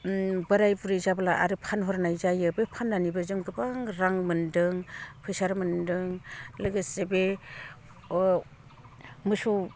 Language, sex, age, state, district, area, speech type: Bodo, female, 45-60, Assam, Udalguri, rural, spontaneous